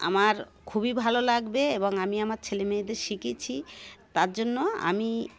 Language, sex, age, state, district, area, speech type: Bengali, female, 45-60, West Bengal, Darjeeling, urban, spontaneous